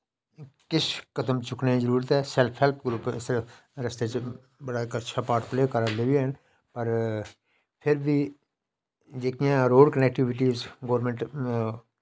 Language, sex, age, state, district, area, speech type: Dogri, male, 45-60, Jammu and Kashmir, Udhampur, rural, spontaneous